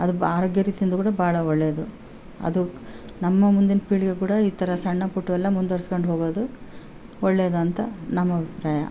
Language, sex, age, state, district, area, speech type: Kannada, female, 45-60, Karnataka, Bellary, rural, spontaneous